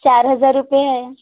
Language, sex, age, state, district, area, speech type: Marathi, female, 18-30, Maharashtra, Wardha, rural, conversation